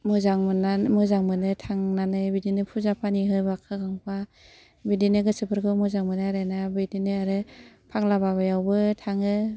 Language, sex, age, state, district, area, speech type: Bodo, female, 60+, Assam, Kokrajhar, urban, spontaneous